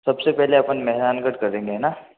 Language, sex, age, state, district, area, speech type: Hindi, male, 18-30, Rajasthan, Jodhpur, urban, conversation